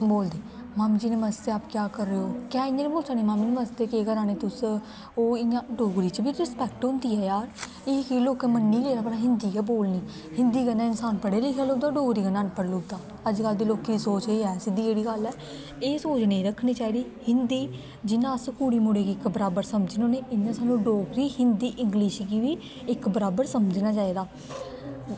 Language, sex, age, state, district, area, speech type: Dogri, female, 18-30, Jammu and Kashmir, Kathua, rural, spontaneous